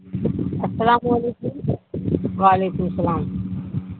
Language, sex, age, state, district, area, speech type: Urdu, female, 60+, Bihar, Supaul, rural, conversation